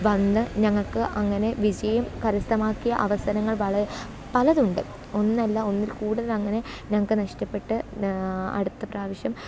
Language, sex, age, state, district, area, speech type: Malayalam, female, 18-30, Kerala, Alappuzha, rural, spontaneous